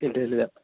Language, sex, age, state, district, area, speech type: Malayalam, male, 18-30, Kerala, Palakkad, urban, conversation